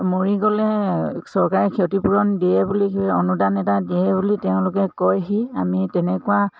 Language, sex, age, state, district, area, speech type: Assamese, female, 45-60, Assam, Dhemaji, urban, spontaneous